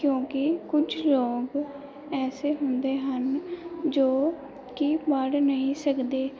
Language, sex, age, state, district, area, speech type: Punjabi, female, 18-30, Punjab, Pathankot, urban, spontaneous